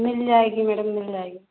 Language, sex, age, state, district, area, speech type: Hindi, female, 30-45, Madhya Pradesh, Gwalior, rural, conversation